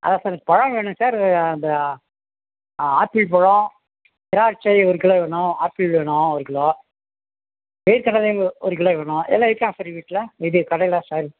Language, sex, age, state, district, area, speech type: Tamil, male, 45-60, Tamil Nadu, Perambalur, urban, conversation